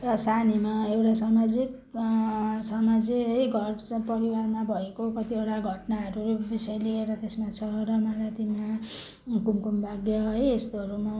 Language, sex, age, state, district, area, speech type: Nepali, female, 30-45, West Bengal, Kalimpong, rural, spontaneous